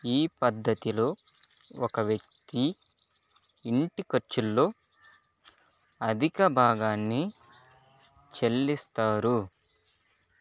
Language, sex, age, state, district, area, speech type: Telugu, male, 30-45, Andhra Pradesh, Chittoor, rural, read